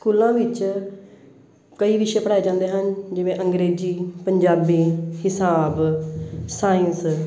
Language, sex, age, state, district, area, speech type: Punjabi, female, 45-60, Punjab, Amritsar, urban, spontaneous